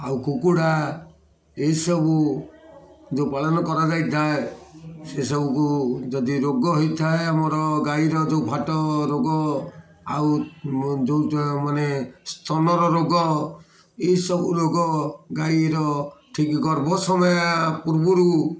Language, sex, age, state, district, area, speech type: Odia, male, 45-60, Odisha, Kendrapara, urban, spontaneous